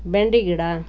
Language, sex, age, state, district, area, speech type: Kannada, female, 60+, Karnataka, Koppal, rural, spontaneous